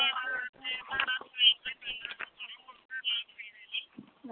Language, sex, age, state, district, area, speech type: Telugu, female, 18-30, Andhra Pradesh, Visakhapatnam, urban, conversation